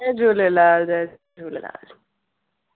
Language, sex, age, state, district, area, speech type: Sindhi, female, 18-30, Delhi, South Delhi, urban, conversation